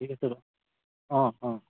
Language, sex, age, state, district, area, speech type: Assamese, male, 18-30, Assam, Sivasagar, urban, conversation